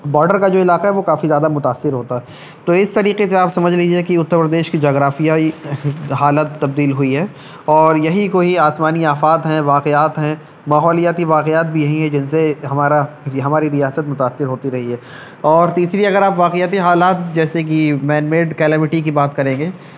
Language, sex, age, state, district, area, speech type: Urdu, male, 18-30, Uttar Pradesh, Shahjahanpur, urban, spontaneous